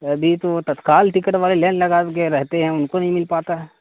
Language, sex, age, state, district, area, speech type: Urdu, male, 18-30, Bihar, Saharsa, rural, conversation